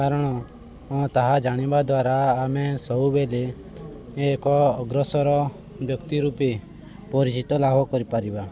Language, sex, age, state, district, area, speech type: Odia, male, 18-30, Odisha, Balangir, urban, spontaneous